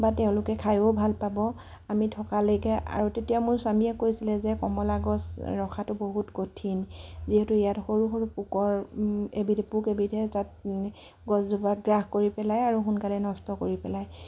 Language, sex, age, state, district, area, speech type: Assamese, female, 45-60, Assam, Charaideo, urban, spontaneous